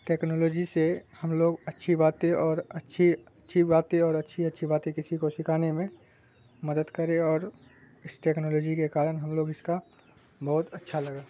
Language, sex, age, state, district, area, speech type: Urdu, male, 18-30, Bihar, Supaul, rural, spontaneous